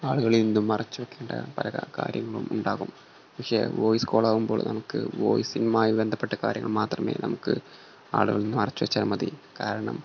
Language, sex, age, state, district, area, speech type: Malayalam, male, 18-30, Kerala, Malappuram, rural, spontaneous